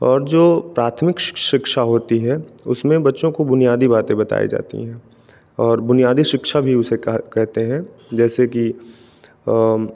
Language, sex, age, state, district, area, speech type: Hindi, male, 18-30, Delhi, New Delhi, urban, spontaneous